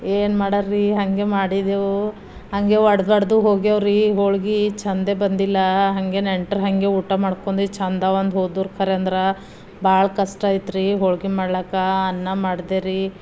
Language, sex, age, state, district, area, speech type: Kannada, female, 45-60, Karnataka, Bidar, rural, spontaneous